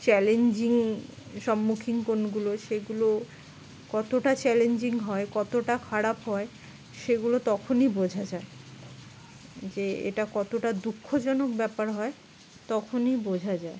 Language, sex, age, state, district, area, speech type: Bengali, female, 30-45, West Bengal, Dakshin Dinajpur, urban, spontaneous